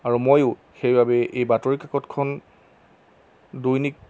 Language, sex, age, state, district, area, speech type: Assamese, male, 30-45, Assam, Jorhat, urban, spontaneous